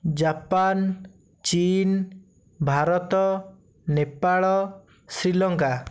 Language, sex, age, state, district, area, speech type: Odia, male, 18-30, Odisha, Bhadrak, rural, spontaneous